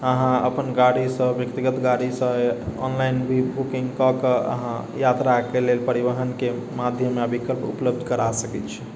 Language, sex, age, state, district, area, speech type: Maithili, male, 18-30, Bihar, Sitamarhi, urban, spontaneous